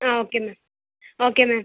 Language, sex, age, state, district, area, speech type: Malayalam, female, 18-30, Kerala, Thrissur, urban, conversation